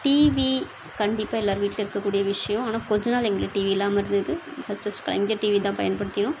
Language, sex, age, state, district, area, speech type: Tamil, female, 30-45, Tamil Nadu, Chennai, urban, spontaneous